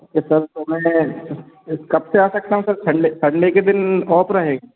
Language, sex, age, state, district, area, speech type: Hindi, male, 30-45, Madhya Pradesh, Hoshangabad, rural, conversation